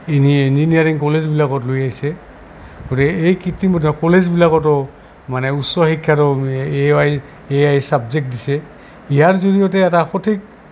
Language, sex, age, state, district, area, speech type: Assamese, male, 60+, Assam, Goalpara, urban, spontaneous